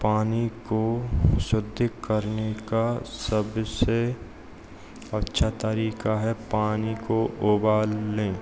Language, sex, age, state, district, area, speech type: Hindi, male, 18-30, Madhya Pradesh, Hoshangabad, rural, spontaneous